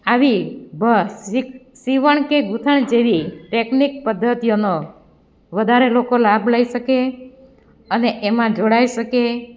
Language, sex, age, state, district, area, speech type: Gujarati, female, 45-60, Gujarat, Amreli, rural, spontaneous